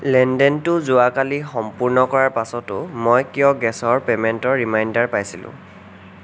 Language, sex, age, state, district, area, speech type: Assamese, male, 18-30, Assam, Sonitpur, rural, read